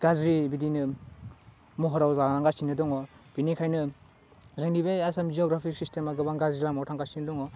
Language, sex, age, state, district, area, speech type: Bodo, male, 18-30, Assam, Udalguri, urban, spontaneous